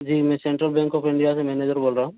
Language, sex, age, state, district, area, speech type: Hindi, male, 30-45, Rajasthan, Karauli, rural, conversation